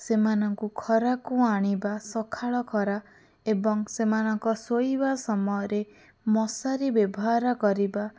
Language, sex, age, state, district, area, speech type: Odia, female, 18-30, Odisha, Bhadrak, rural, spontaneous